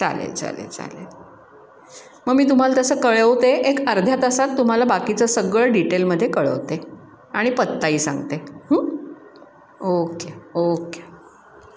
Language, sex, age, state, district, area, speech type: Marathi, female, 60+, Maharashtra, Pune, urban, spontaneous